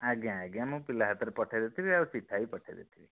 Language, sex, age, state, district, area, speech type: Odia, male, 30-45, Odisha, Bhadrak, rural, conversation